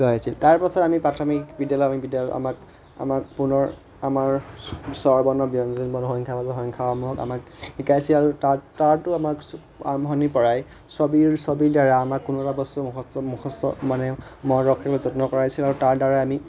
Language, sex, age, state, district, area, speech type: Assamese, male, 30-45, Assam, Majuli, urban, spontaneous